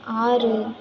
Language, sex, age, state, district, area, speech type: Tamil, female, 18-30, Tamil Nadu, Mayiladuthurai, rural, read